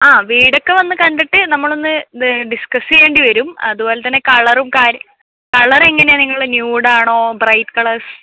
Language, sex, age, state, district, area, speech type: Malayalam, female, 18-30, Kerala, Thrissur, urban, conversation